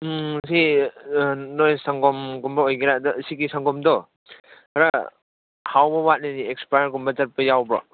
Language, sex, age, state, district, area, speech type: Manipuri, male, 18-30, Manipur, Churachandpur, rural, conversation